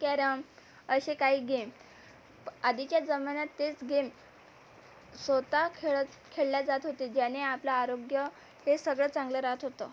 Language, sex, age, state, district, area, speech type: Marathi, female, 18-30, Maharashtra, Amravati, urban, spontaneous